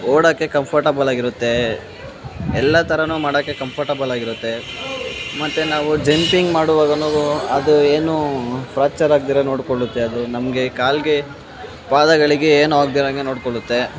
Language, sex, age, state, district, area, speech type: Kannada, male, 18-30, Karnataka, Kolar, rural, spontaneous